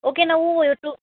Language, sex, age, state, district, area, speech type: Kannada, female, 60+, Karnataka, Chikkaballapur, urban, conversation